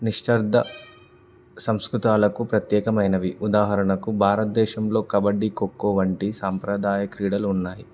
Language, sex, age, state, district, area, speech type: Telugu, male, 18-30, Telangana, Karimnagar, rural, spontaneous